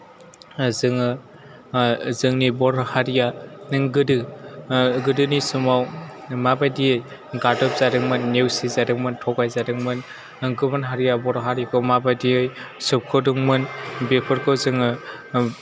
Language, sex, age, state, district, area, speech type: Bodo, male, 18-30, Assam, Chirang, rural, spontaneous